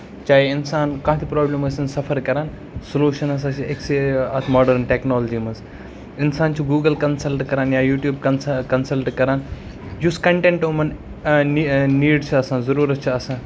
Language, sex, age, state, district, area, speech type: Kashmiri, male, 30-45, Jammu and Kashmir, Baramulla, rural, spontaneous